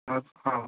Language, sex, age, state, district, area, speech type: Marathi, male, 30-45, Maharashtra, Amravati, urban, conversation